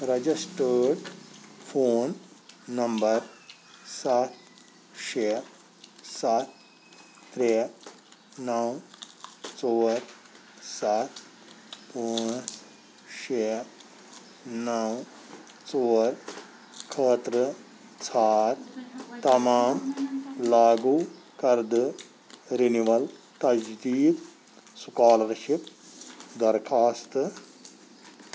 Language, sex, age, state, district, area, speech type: Kashmiri, female, 45-60, Jammu and Kashmir, Shopian, rural, read